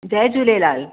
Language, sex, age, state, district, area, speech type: Sindhi, female, 60+, Maharashtra, Mumbai Suburban, urban, conversation